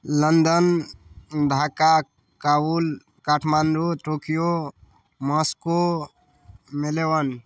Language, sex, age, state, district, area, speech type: Maithili, male, 18-30, Bihar, Darbhanga, rural, spontaneous